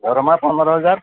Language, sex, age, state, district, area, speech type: Odia, male, 45-60, Odisha, Sambalpur, rural, conversation